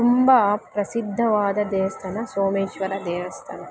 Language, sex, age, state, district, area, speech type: Kannada, female, 18-30, Karnataka, Kolar, rural, spontaneous